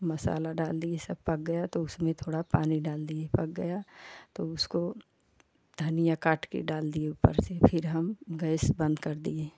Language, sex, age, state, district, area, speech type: Hindi, female, 45-60, Uttar Pradesh, Jaunpur, rural, spontaneous